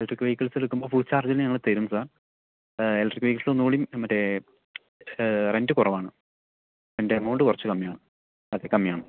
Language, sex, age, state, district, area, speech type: Malayalam, male, 18-30, Kerala, Palakkad, rural, conversation